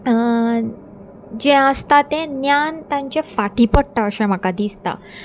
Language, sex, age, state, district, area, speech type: Goan Konkani, female, 18-30, Goa, Salcete, rural, spontaneous